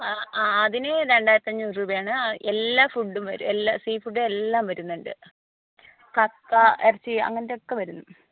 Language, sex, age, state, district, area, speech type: Malayalam, female, 45-60, Kerala, Kozhikode, urban, conversation